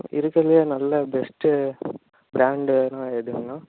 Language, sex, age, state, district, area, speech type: Tamil, male, 18-30, Tamil Nadu, Namakkal, rural, conversation